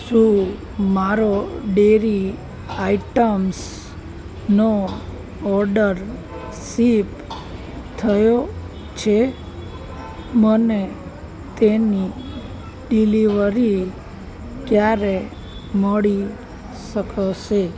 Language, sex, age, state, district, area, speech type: Gujarati, male, 18-30, Gujarat, Anand, rural, read